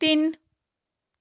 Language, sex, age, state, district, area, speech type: Punjabi, female, 18-30, Punjab, Shaheed Bhagat Singh Nagar, rural, read